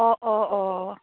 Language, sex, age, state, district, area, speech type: Assamese, female, 18-30, Assam, Dibrugarh, rural, conversation